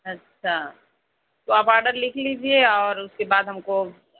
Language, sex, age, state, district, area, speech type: Urdu, female, 18-30, Uttar Pradesh, Mau, urban, conversation